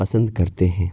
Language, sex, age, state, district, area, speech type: Urdu, male, 30-45, Uttar Pradesh, Lucknow, rural, spontaneous